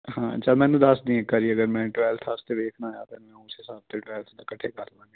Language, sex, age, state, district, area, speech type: Punjabi, male, 18-30, Punjab, Fazilka, rural, conversation